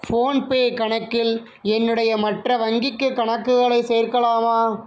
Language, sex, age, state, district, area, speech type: Tamil, male, 30-45, Tamil Nadu, Ariyalur, rural, read